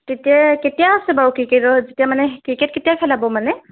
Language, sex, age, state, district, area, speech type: Assamese, female, 18-30, Assam, Charaideo, urban, conversation